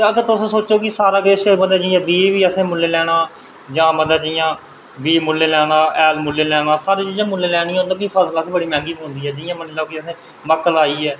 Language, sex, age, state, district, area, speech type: Dogri, male, 30-45, Jammu and Kashmir, Reasi, rural, spontaneous